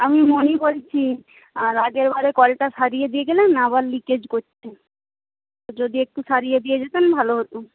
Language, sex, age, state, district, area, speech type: Bengali, female, 30-45, West Bengal, Nadia, rural, conversation